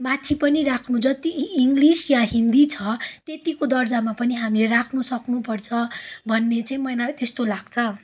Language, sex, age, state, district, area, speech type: Nepali, female, 18-30, West Bengal, Darjeeling, rural, spontaneous